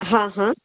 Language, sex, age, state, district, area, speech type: Hindi, female, 30-45, Madhya Pradesh, Jabalpur, urban, conversation